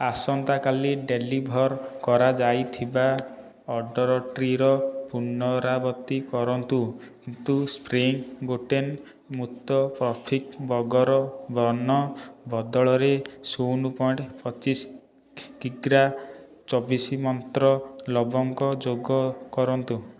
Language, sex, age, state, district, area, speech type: Odia, male, 18-30, Odisha, Khordha, rural, read